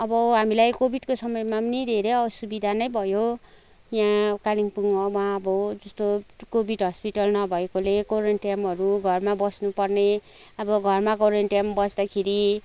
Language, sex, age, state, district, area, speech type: Nepali, female, 30-45, West Bengal, Kalimpong, rural, spontaneous